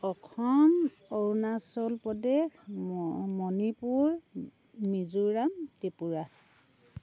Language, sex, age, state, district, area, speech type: Assamese, female, 60+, Assam, Dhemaji, rural, spontaneous